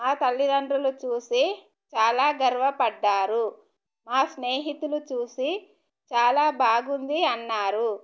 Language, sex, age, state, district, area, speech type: Telugu, female, 30-45, Telangana, Warangal, rural, spontaneous